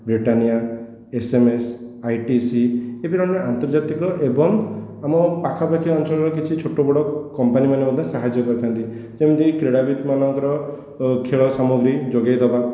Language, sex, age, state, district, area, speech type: Odia, male, 18-30, Odisha, Khordha, rural, spontaneous